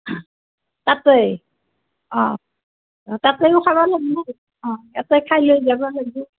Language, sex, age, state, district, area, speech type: Assamese, female, 60+, Assam, Nalbari, rural, conversation